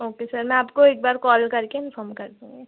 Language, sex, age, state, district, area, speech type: Hindi, female, 18-30, Madhya Pradesh, Chhindwara, urban, conversation